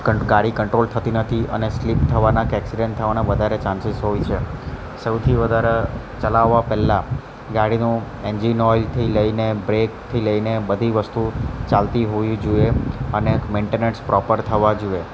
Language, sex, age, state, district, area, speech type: Gujarati, male, 30-45, Gujarat, Valsad, rural, spontaneous